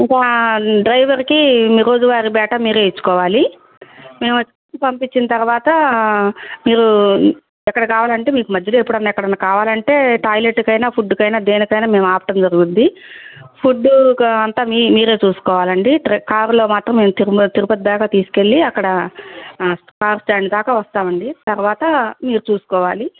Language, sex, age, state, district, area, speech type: Telugu, female, 45-60, Andhra Pradesh, Guntur, urban, conversation